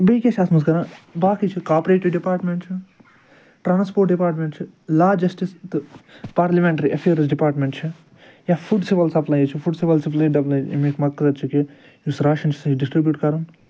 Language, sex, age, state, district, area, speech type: Kashmiri, male, 60+, Jammu and Kashmir, Ganderbal, urban, spontaneous